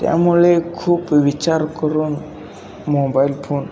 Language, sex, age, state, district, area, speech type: Marathi, male, 18-30, Maharashtra, Satara, rural, spontaneous